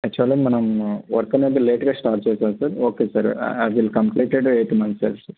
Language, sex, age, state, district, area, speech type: Telugu, male, 30-45, Andhra Pradesh, Nellore, urban, conversation